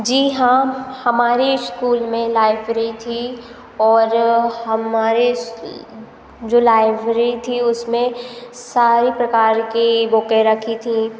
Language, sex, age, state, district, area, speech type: Hindi, female, 18-30, Madhya Pradesh, Hoshangabad, rural, spontaneous